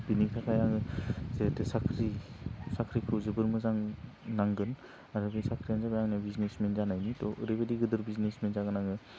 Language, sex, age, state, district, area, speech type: Bodo, male, 18-30, Assam, Udalguri, urban, spontaneous